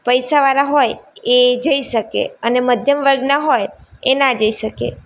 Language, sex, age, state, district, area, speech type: Gujarati, female, 18-30, Gujarat, Ahmedabad, urban, spontaneous